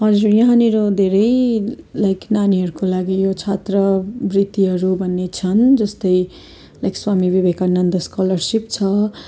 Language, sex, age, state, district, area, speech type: Nepali, female, 30-45, West Bengal, Darjeeling, rural, spontaneous